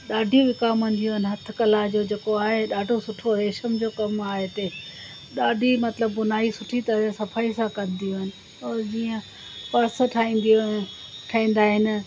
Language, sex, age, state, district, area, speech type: Sindhi, female, 60+, Gujarat, Surat, urban, spontaneous